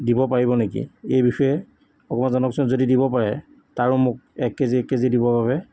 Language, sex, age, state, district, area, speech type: Assamese, male, 45-60, Assam, Jorhat, urban, spontaneous